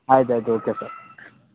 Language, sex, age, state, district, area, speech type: Kannada, male, 30-45, Karnataka, Belgaum, rural, conversation